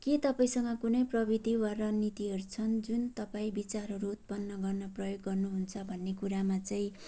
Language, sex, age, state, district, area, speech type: Nepali, female, 30-45, West Bengal, Jalpaiguri, urban, spontaneous